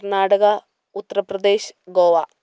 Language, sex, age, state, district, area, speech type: Malayalam, female, 18-30, Kerala, Idukki, rural, spontaneous